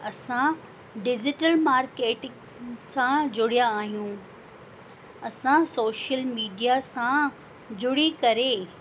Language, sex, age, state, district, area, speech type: Sindhi, female, 45-60, Rajasthan, Ajmer, urban, spontaneous